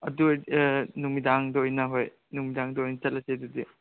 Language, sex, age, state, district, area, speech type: Manipuri, male, 18-30, Manipur, Chandel, rural, conversation